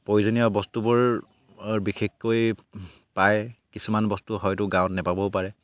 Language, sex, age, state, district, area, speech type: Assamese, male, 30-45, Assam, Sivasagar, rural, spontaneous